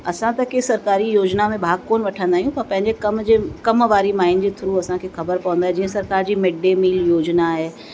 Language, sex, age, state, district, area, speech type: Sindhi, female, 45-60, Uttar Pradesh, Lucknow, rural, spontaneous